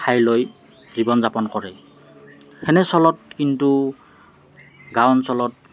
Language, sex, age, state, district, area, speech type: Assamese, male, 30-45, Assam, Morigaon, rural, spontaneous